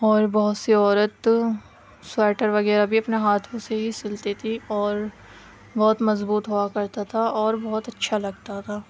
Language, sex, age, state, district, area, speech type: Urdu, female, 45-60, Delhi, Central Delhi, rural, spontaneous